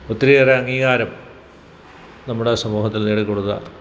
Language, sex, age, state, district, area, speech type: Malayalam, male, 60+, Kerala, Kottayam, rural, spontaneous